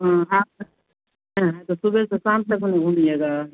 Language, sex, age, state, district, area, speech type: Hindi, female, 45-60, Bihar, Madhepura, rural, conversation